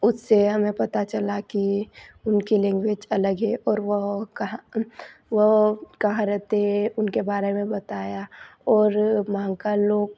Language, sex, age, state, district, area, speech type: Hindi, female, 18-30, Madhya Pradesh, Ujjain, rural, spontaneous